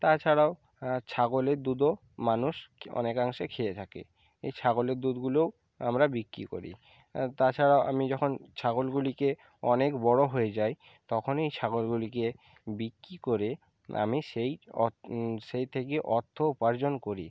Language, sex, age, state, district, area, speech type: Bengali, male, 45-60, West Bengal, Purba Medinipur, rural, spontaneous